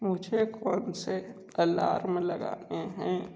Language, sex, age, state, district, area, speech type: Hindi, male, 60+, Uttar Pradesh, Sonbhadra, rural, read